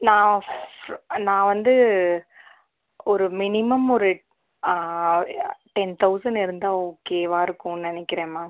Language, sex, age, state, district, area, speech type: Tamil, female, 30-45, Tamil Nadu, Sivaganga, rural, conversation